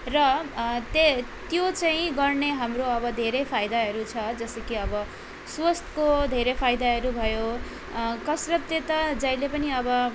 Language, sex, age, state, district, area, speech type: Nepali, female, 18-30, West Bengal, Darjeeling, rural, spontaneous